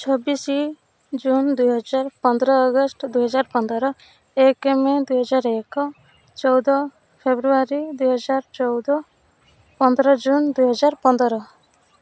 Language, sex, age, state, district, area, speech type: Odia, female, 18-30, Odisha, Rayagada, rural, spontaneous